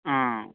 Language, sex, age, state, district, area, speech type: Telugu, male, 18-30, Telangana, Khammam, urban, conversation